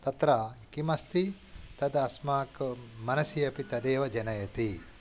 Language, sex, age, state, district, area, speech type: Sanskrit, male, 45-60, Telangana, Karimnagar, urban, spontaneous